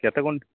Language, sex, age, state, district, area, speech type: Odia, male, 30-45, Odisha, Balasore, rural, conversation